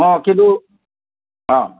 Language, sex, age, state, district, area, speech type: Assamese, male, 60+, Assam, Charaideo, urban, conversation